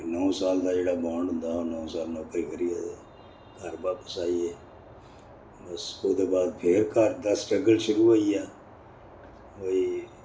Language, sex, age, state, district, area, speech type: Dogri, male, 60+, Jammu and Kashmir, Reasi, urban, spontaneous